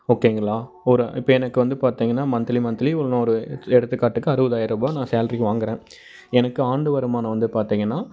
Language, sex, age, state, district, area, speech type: Tamil, male, 18-30, Tamil Nadu, Dharmapuri, rural, spontaneous